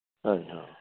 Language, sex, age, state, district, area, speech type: Punjabi, male, 60+, Punjab, Fazilka, rural, conversation